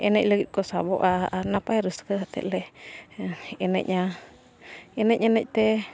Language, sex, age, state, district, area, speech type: Santali, female, 18-30, Jharkhand, Bokaro, rural, spontaneous